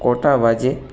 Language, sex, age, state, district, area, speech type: Bengali, male, 30-45, West Bengal, Purulia, urban, read